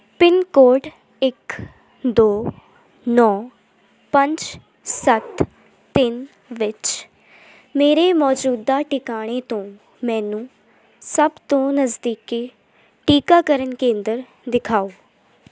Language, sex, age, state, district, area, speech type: Punjabi, female, 18-30, Punjab, Hoshiarpur, rural, read